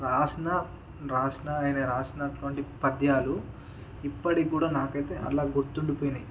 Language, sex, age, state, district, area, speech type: Telugu, male, 30-45, Andhra Pradesh, Srikakulam, urban, spontaneous